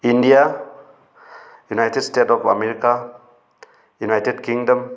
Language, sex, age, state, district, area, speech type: Manipuri, male, 30-45, Manipur, Thoubal, rural, spontaneous